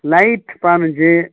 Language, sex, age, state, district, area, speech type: Tamil, male, 60+, Tamil Nadu, Viluppuram, rural, conversation